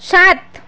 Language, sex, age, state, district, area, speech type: Bengali, female, 30-45, West Bengal, South 24 Parganas, rural, read